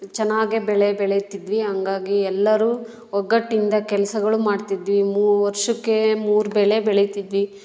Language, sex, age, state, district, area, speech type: Kannada, female, 60+, Karnataka, Chitradurga, rural, spontaneous